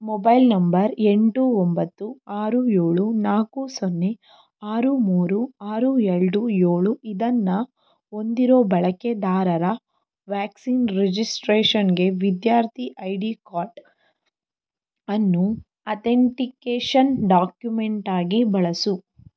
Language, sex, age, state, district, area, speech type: Kannada, female, 18-30, Karnataka, Tumkur, rural, read